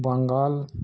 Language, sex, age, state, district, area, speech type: Urdu, male, 30-45, Bihar, Gaya, urban, spontaneous